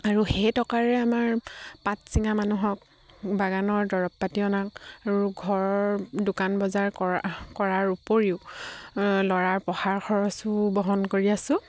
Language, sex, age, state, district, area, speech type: Assamese, female, 18-30, Assam, Sivasagar, rural, spontaneous